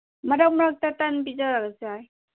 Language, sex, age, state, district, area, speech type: Manipuri, female, 18-30, Manipur, Kangpokpi, urban, conversation